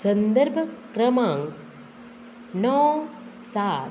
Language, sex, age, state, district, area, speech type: Goan Konkani, female, 45-60, Goa, Murmgao, rural, read